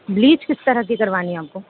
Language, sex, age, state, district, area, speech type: Urdu, female, 18-30, Delhi, East Delhi, urban, conversation